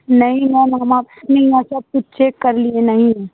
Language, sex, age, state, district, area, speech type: Urdu, female, 45-60, Bihar, Supaul, rural, conversation